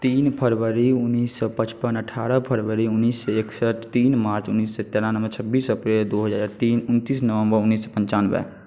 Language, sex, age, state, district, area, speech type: Maithili, male, 18-30, Bihar, Saharsa, rural, spontaneous